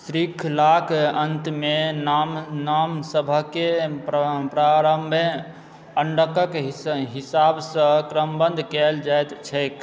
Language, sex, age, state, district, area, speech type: Maithili, male, 30-45, Bihar, Supaul, urban, read